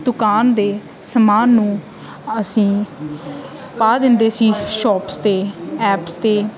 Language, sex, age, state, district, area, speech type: Punjabi, female, 18-30, Punjab, Mansa, rural, spontaneous